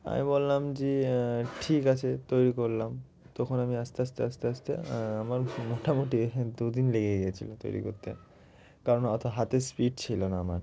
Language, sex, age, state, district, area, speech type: Bengali, male, 18-30, West Bengal, Murshidabad, urban, spontaneous